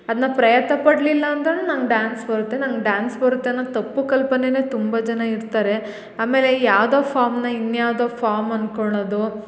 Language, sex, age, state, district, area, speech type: Kannada, female, 18-30, Karnataka, Hassan, rural, spontaneous